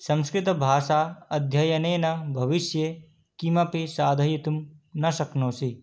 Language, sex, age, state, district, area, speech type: Sanskrit, male, 18-30, Manipur, Kangpokpi, rural, spontaneous